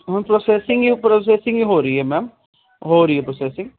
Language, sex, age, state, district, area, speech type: Punjabi, male, 30-45, Punjab, Ludhiana, urban, conversation